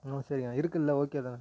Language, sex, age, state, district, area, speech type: Tamil, male, 18-30, Tamil Nadu, Tiruvannamalai, urban, spontaneous